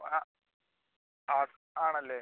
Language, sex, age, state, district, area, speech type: Malayalam, male, 18-30, Kerala, Kollam, rural, conversation